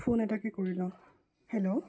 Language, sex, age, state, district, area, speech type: Assamese, female, 60+, Assam, Darrang, rural, spontaneous